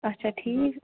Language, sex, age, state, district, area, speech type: Kashmiri, female, 30-45, Jammu and Kashmir, Shopian, rural, conversation